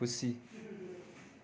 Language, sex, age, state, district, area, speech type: Nepali, male, 30-45, West Bengal, Darjeeling, rural, read